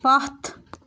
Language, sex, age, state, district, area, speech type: Kashmiri, female, 18-30, Jammu and Kashmir, Baramulla, rural, read